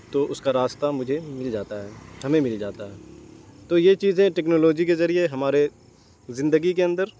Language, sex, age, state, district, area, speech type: Urdu, male, 18-30, Bihar, Saharsa, urban, spontaneous